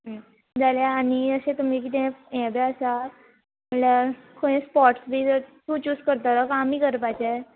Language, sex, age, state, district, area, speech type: Goan Konkani, female, 18-30, Goa, Quepem, rural, conversation